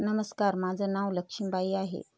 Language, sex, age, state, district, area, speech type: Marathi, female, 45-60, Maharashtra, Hingoli, urban, spontaneous